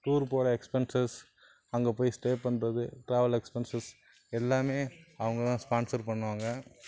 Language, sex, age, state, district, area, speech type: Tamil, male, 30-45, Tamil Nadu, Nagapattinam, rural, spontaneous